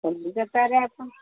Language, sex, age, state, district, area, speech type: Odia, female, 60+, Odisha, Gajapati, rural, conversation